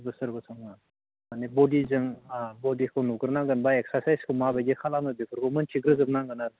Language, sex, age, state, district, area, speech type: Bodo, male, 30-45, Assam, Baksa, rural, conversation